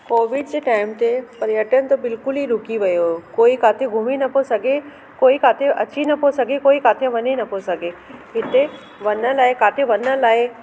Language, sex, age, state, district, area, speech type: Sindhi, female, 30-45, Delhi, South Delhi, urban, spontaneous